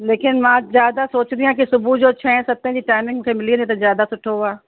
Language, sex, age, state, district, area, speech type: Sindhi, female, 45-60, Uttar Pradesh, Lucknow, urban, conversation